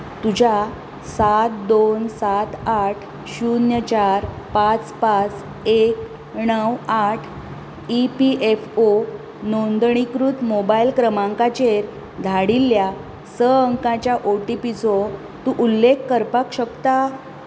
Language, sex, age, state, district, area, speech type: Goan Konkani, female, 30-45, Goa, Bardez, rural, read